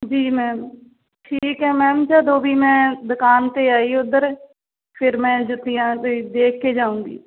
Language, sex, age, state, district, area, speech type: Punjabi, female, 30-45, Punjab, Shaheed Bhagat Singh Nagar, urban, conversation